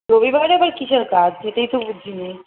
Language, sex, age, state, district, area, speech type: Bengali, female, 18-30, West Bengal, Kolkata, urban, conversation